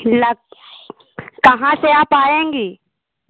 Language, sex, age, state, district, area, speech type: Hindi, female, 45-60, Uttar Pradesh, Lucknow, rural, conversation